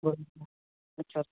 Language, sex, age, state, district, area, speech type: Urdu, male, 18-30, Uttar Pradesh, Saharanpur, urban, conversation